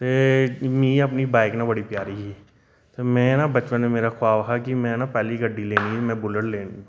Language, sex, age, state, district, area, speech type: Dogri, male, 30-45, Jammu and Kashmir, Reasi, urban, spontaneous